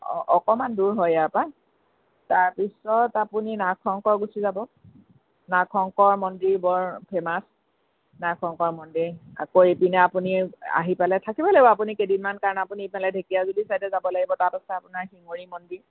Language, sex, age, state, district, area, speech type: Assamese, female, 45-60, Assam, Sonitpur, urban, conversation